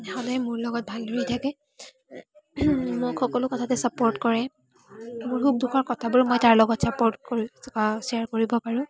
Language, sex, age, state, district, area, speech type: Assamese, female, 18-30, Assam, Kamrup Metropolitan, urban, spontaneous